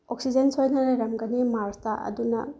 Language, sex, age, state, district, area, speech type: Manipuri, female, 18-30, Manipur, Bishnupur, rural, spontaneous